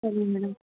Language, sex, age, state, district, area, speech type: Tamil, female, 30-45, Tamil Nadu, Chengalpattu, urban, conversation